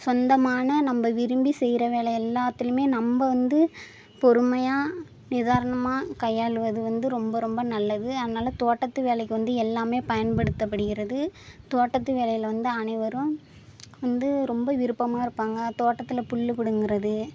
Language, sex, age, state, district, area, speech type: Tamil, female, 18-30, Tamil Nadu, Thanjavur, rural, spontaneous